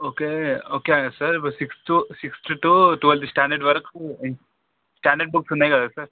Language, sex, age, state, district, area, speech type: Telugu, male, 18-30, Telangana, Sangareddy, urban, conversation